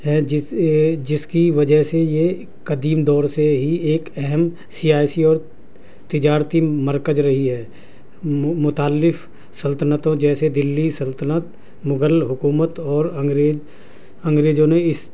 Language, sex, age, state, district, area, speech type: Urdu, male, 60+, Delhi, South Delhi, urban, spontaneous